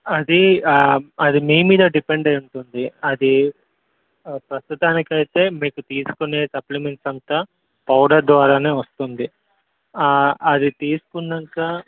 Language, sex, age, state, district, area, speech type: Telugu, male, 18-30, Telangana, Mulugu, rural, conversation